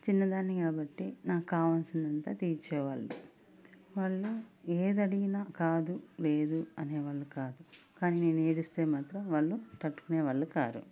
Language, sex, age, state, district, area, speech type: Telugu, female, 45-60, Andhra Pradesh, Sri Balaji, rural, spontaneous